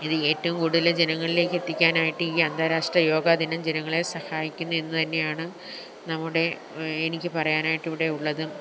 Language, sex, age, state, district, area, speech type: Malayalam, female, 30-45, Kerala, Kollam, rural, spontaneous